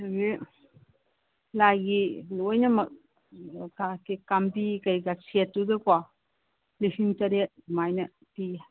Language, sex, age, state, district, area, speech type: Manipuri, female, 45-60, Manipur, Kangpokpi, urban, conversation